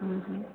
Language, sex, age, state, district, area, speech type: Sindhi, female, 30-45, Gujarat, Junagadh, urban, conversation